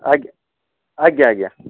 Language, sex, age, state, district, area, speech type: Odia, male, 45-60, Odisha, Jajpur, rural, conversation